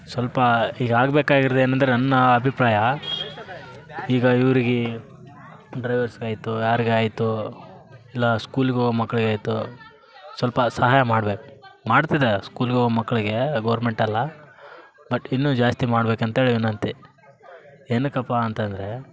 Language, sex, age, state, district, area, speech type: Kannada, male, 18-30, Karnataka, Vijayanagara, rural, spontaneous